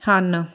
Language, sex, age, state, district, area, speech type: Punjabi, female, 18-30, Punjab, Hoshiarpur, rural, spontaneous